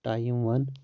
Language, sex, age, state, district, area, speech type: Kashmiri, male, 30-45, Jammu and Kashmir, Anantnag, rural, read